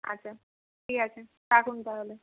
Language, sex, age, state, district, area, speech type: Bengali, female, 18-30, West Bengal, Purba Medinipur, rural, conversation